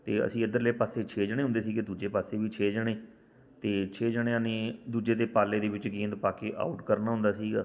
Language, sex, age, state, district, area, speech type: Punjabi, male, 45-60, Punjab, Patiala, urban, spontaneous